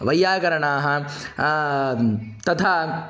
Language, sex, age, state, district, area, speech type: Sanskrit, male, 18-30, Andhra Pradesh, Kadapa, urban, spontaneous